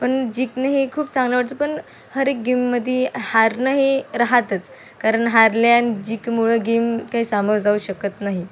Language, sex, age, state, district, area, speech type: Marathi, female, 18-30, Maharashtra, Wardha, rural, spontaneous